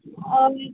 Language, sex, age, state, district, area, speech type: Marathi, female, 18-30, Maharashtra, Mumbai Suburban, urban, conversation